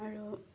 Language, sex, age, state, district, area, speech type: Assamese, female, 30-45, Assam, Udalguri, rural, spontaneous